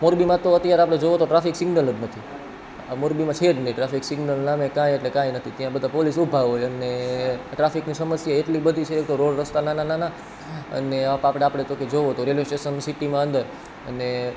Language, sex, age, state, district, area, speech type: Gujarati, male, 18-30, Gujarat, Rajkot, urban, spontaneous